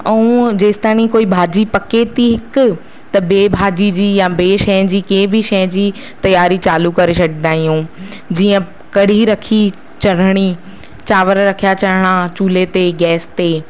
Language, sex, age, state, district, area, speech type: Sindhi, female, 45-60, Madhya Pradesh, Katni, urban, spontaneous